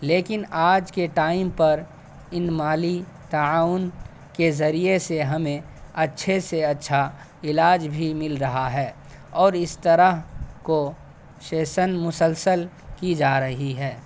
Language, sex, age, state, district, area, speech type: Urdu, male, 18-30, Bihar, Saharsa, rural, spontaneous